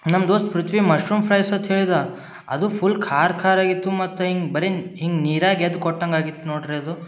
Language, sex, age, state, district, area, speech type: Kannada, male, 18-30, Karnataka, Gulbarga, urban, spontaneous